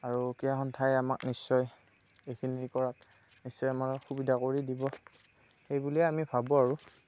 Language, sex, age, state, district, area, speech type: Assamese, male, 45-60, Assam, Darrang, rural, spontaneous